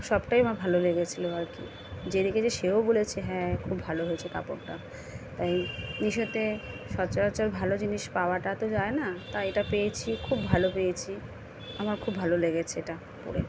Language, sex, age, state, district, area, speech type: Bengali, female, 30-45, West Bengal, Kolkata, urban, spontaneous